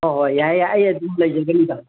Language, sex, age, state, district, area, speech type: Manipuri, male, 60+, Manipur, Kangpokpi, urban, conversation